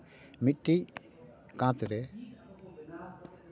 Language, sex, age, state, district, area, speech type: Santali, male, 60+, West Bengal, Paschim Bardhaman, urban, spontaneous